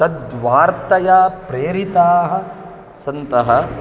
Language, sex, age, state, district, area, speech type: Sanskrit, male, 30-45, Kerala, Kasaragod, rural, spontaneous